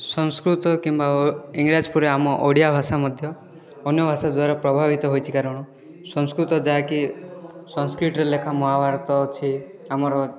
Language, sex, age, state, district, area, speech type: Odia, male, 18-30, Odisha, Rayagada, urban, spontaneous